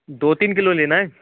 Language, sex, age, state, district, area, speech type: Hindi, male, 18-30, Madhya Pradesh, Jabalpur, urban, conversation